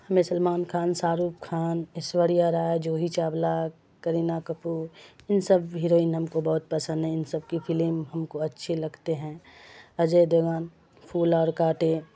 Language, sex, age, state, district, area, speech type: Urdu, female, 45-60, Bihar, Khagaria, rural, spontaneous